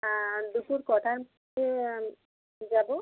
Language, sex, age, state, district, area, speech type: Bengali, female, 18-30, West Bengal, South 24 Parganas, rural, conversation